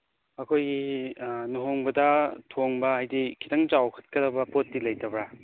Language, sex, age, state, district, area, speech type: Manipuri, male, 18-30, Manipur, Churachandpur, rural, conversation